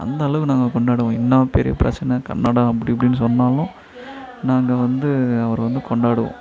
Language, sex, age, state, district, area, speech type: Tamil, male, 18-30, Tamil Nadu, Tiruvannamalai, urban, spontaneous